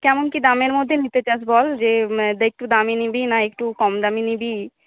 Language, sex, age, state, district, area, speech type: Bengali, female, 18-30, West Bengal, Paschim Medinipur, rural, conversation